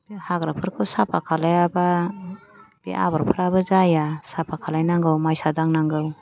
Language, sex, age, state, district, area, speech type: Bodo, female, 45-60, Assam, Kokrajhar, urban, spontaneous